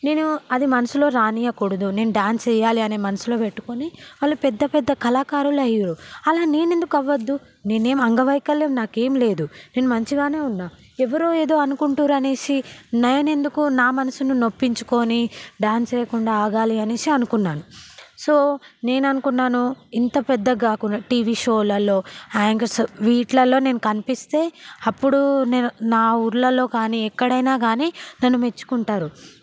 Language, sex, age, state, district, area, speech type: Telugu, female, 18-30, Telangana, Hyderabad, urban, spontaneous